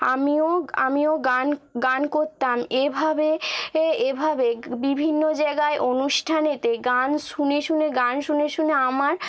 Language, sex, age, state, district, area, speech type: Bengali, female, 18-30, West Bengal, Nadia, rural, spontaneous